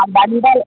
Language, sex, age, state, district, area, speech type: Tamil, female, 45-60, Tamil Nadu, Thoothukudi, rural, conversation